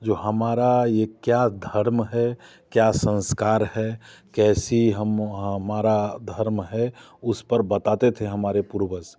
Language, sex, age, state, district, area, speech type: Hindi, male, 45-60, Bihar, Muzaffarpur, rural, spontaneous